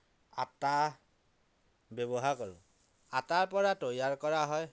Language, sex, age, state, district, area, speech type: Assamese, male, 30-45, Assam, Dhemaji, rural, spontaneous